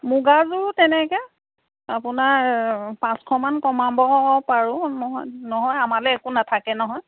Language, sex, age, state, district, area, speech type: Assamese, female, 60+, Assam, Biswanath, rural, conversation